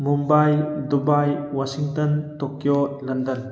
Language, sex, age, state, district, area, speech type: Manipuri, male, 18-30, Manipur, Thoubal, rural, spontaneous